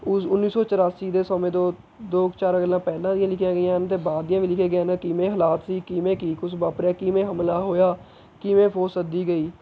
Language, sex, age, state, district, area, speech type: Punjabi, male, 18-30, Punjab, Mohali, rural, spontaneous